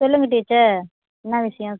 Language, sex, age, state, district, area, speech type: Tamil, female, 60+, Tamil Nadu, Viluppuram, rural, conversation